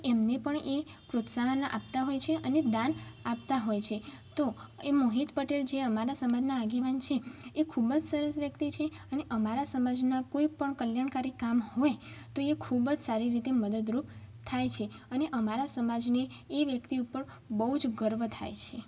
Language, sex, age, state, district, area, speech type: Gujarati, female, 18-30, Gujarat, Mehsana, rural, spontaneous